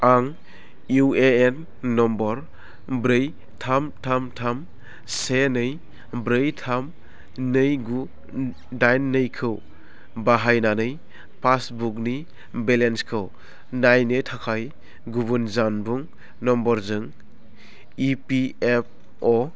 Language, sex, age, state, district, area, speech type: Bodo, male, 18-30, Assam, Baksa, rural, read